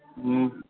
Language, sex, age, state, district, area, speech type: Maithili, male, 18-30, Bihar, Supaul, rural, conversation